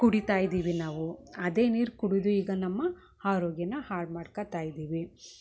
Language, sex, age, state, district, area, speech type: Kannada, female, 30-45, Karnataka, Mysore, rural, spontaneous